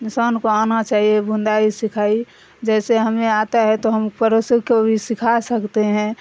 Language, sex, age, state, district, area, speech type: Urdu, female, 45-60, Bihar, Darbhanga, rural, spontaneous